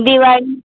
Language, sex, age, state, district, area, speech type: Marathi, female, 18-30, Maharashtra, Wardha, rural, conversation